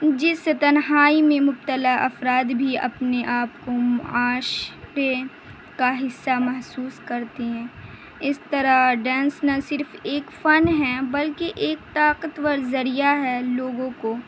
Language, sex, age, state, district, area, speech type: Urdu, female, 18-30, Bihar, Madhubani, rural, spontaneous